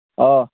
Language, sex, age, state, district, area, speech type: Assamese, male, 18-30, Assam, Barpeta, rural, conversation